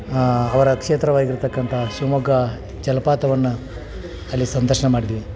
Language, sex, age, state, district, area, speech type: Kannada, male, 45-60, Karnataka, Dharwad, urban, spontaneous